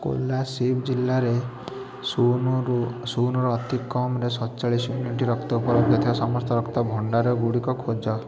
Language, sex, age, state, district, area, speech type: Odia, male, 18-30, Odisha, Puri, urban, read